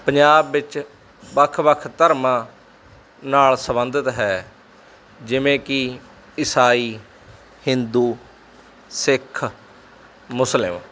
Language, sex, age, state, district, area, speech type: Punjabi, male, 30-45, Punjab, Mansa, rural, spontaneous